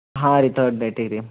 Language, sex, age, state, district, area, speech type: Kannada, male, 18-30, Karnataka, Bidar, urban, conversation